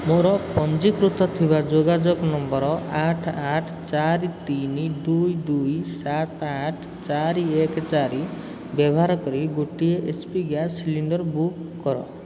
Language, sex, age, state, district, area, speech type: Odia, male, 30-45, Odisha, Puri, urban, read